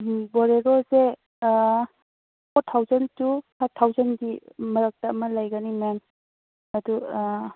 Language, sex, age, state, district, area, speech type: Manipuri, female, 30-45, Manipur, Chandel, rural, conversation